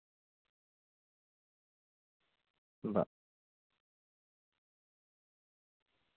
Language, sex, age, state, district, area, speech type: Santali, male, 30-45, West Bengal, Paschim Bardhaman, rural, conversation